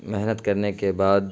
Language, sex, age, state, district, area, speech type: Urdu, male, 30-45, Bihar, Khagaria, rural, spontaneous